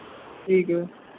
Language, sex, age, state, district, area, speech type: Punjabi, male, 18-30, Punjab, Mohali, rural, conversation